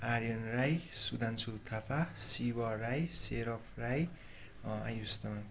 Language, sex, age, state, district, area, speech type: Nepali, male, 18-30, West Bengal, Darjeeling, rural, spontaneous